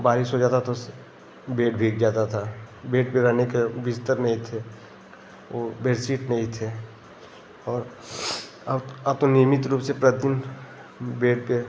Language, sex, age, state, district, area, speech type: Hindi, male, 30-45, Uttar Pradesh, Ghazipur, urban, spontaneous